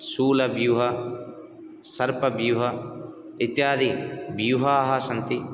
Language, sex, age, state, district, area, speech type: Sanskrit, male, 18-30, Odisha, Ganjam, rural, spontaneous